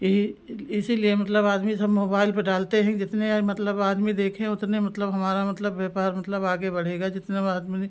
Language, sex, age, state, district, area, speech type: Hindi, female, 45-60, Uttar Pradesh, Lucknow, rural, spontaneous